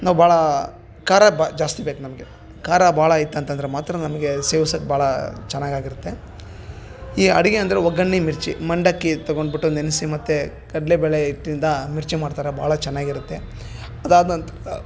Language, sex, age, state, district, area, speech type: Kannada, male, 30-45, Karnataka, Bellary, rural, spontaneous